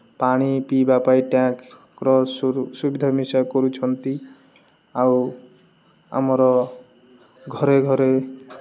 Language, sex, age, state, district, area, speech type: Odia, male, 18-30, Odisha, Malkangiri, urban, spontaneous